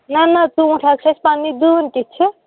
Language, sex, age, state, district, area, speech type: Kashmiri, female, 18-30, Jammu and Kashmir, Shopian, rural, conversation